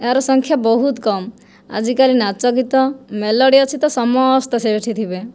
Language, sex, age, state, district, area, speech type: Odia, female, 18-30, Odisha, Kandhamal, rural, spontaneous